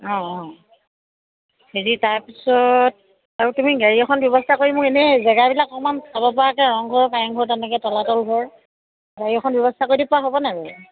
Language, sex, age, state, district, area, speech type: Assamese, female, 30-45, Assam, Sivasagar, rural, conversation